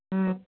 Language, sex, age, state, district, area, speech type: Tamil, female, 30-45, Tamil Nadu, Chennai, urban, conversation